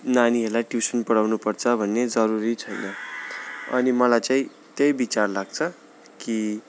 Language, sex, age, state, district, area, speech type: Nepali, male, 18-30, West Bengal, Darjeeling, rural, spontaneous